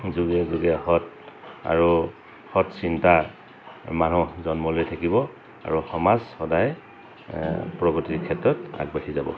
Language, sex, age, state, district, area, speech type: Assamese, male, 45-60, Assam, Dhemaji, rural, spontaneous